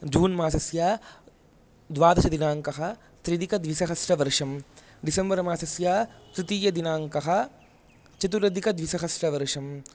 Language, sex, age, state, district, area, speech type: Sanskrit, male, 18-30, Andhra Pradesh, Chittoor, rural, spontaneous